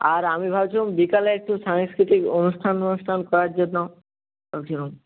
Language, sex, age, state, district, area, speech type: Bengali, male, 18-30, West Bengal, Nadia, rural, conversation